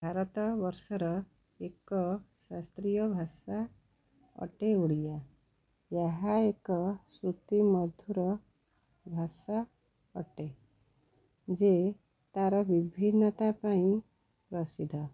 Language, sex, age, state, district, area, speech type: Odia, female, 45-60, Odisha, Rayagada, rural, spontaneous